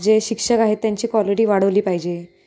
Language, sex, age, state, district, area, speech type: Marathi, female, 18-30, Maharashtra, Solapur, urban, spontaneous